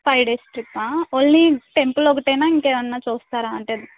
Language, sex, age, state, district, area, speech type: Telugu, female, 18-30, Andhra Pradesh, Kakinada, urban, conversation